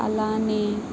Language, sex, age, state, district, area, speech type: Telugu, female, 18-30, Andhra Pradesh, Kakinada, rural, spontaneous